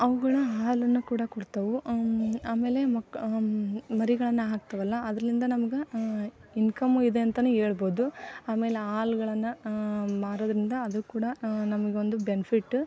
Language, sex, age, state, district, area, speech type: Kannada, female, 18-30, Karnataka, Koppal, rural, spontaneous